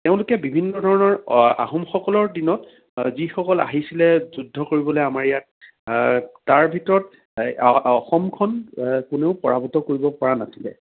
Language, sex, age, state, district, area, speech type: Assamese, male, 30-45, Assam, Jorhat, urban, conversation